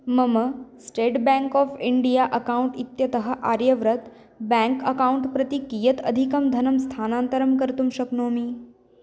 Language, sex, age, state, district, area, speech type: Sanskrit, female, 18-30, Maharashtra, Wardha, urban, read